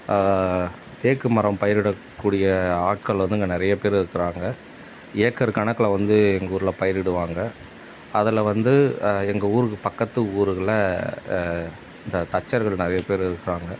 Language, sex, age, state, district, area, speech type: Tamil, male, 30-45, Tamil Nadu, Tiruvannamalai, rural, spontaneous